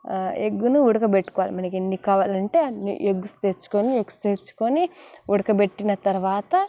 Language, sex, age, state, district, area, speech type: Telugu, female, 18-30, Telangana, Nalgonda, rural, spontaneous